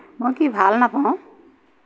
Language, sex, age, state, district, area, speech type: Assamese, female, 45-60, Assam, Lakhimpur, rural, read